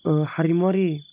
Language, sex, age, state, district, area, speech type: Bodo, male, 18-30, Assam, Chirang, urban, spontaneous